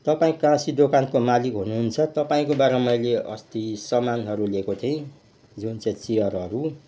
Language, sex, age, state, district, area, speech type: Nepali, male, 60+, West Bengal, Kalimpong, rural, spontaneous